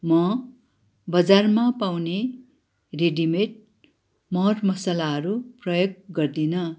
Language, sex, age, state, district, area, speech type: Nepali, female, 60+, West Bengal, Darjeeling, rural, spontaneous